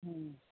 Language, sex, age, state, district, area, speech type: Gujarati, female, 30-45, Gujarat, Kheda, rural, conversation